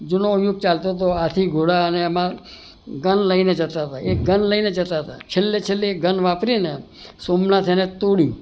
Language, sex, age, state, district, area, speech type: Gujarati, male, 60+, Gujarat, Surat, urban, spontaneous